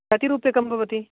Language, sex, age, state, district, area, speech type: Sanskrit, male, 18-30, Karnataka, Dakshina Kannada, urban, conversation